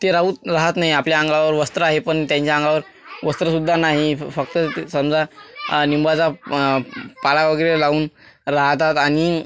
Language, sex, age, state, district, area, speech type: Marathi, male, 18-30, Maharashtra, Washim, urban, spontaneous